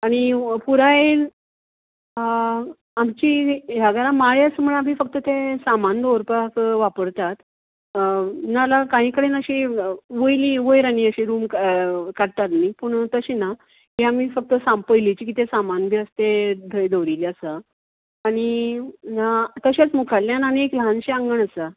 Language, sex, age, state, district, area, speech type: Goan Konkani, female, 45-60, Goa, Canacona, rural, conversation